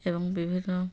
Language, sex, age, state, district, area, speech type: Odia, female, 30-45, Odisha, Nabarangpur, urban, spontaneous